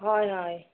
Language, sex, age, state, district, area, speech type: Assamese, female, 30-45, Assam, Nagaon, rural, conversation